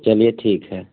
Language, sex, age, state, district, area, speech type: Hindi, male, 60+, Uttar Pradesh, Sonbhadra, rural, conversation